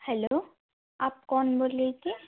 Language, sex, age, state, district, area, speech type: Hindi, female, 30-45, Rajasthan, Jodhpur, rural, conversation